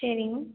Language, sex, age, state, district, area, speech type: Tamil, female, 18-30, Tamil Nadu, Erode, rural, conversation